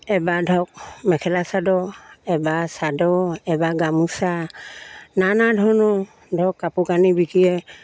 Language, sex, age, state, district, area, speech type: Assamese, female, 60+, Assam, Dibrugarh, rural, spontaneous